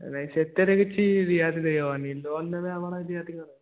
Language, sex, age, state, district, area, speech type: Odia, male, 18-30, Odisha, Khordha, rural, conversation